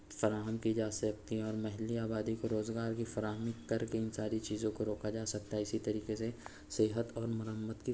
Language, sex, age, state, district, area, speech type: Urdu, male, 60+, Maharashtra, Nashik, urban, spontaneous